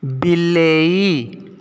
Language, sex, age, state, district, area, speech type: Odia, male, 30-45, Odisha, Nayagarh, rural, read